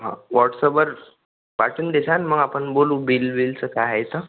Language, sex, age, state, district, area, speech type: Marathi, male, 18-30, Maharashtra, Akola, rural, conversation